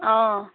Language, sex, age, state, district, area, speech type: Assamese, female, 18-30, Assam, Sivasagar, rural, conversation